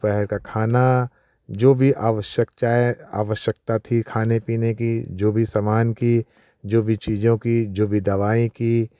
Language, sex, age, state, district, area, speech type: Hindi, male, 45-60, Uttar Pradesh, Prayagraj, urban, spontaneous